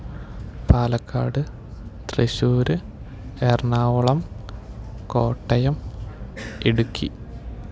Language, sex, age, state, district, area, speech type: Malayalam, male, 18-30, Kerala, Palakkad, rural, spontaneous